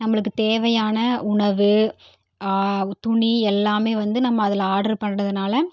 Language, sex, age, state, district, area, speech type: Tamil, female, 18-30, Tamil Nadu, Erode, rural, spontaneous